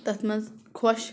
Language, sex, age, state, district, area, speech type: Kashmiri, female, 30-45, Jammu and Kashmir, Shopian, urban, spontaneous